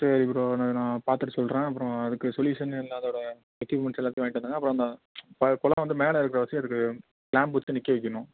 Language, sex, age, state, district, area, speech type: Tamil, male, 18-30, Tamil Nadu, Nagapattinam, rural, conversation